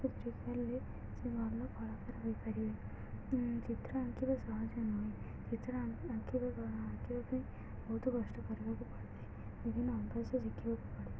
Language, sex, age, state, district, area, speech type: Odia, female, 18-30, Odisha, Sundergarh, urban, spontaneous